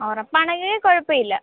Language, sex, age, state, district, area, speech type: Malayalam, female, 18-30, Kerala, Kottayam, rural, conversation